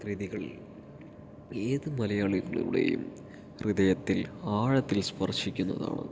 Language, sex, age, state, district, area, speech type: Malayalam, male, 18-30, Kerala, Palakkad, rural, spontaneous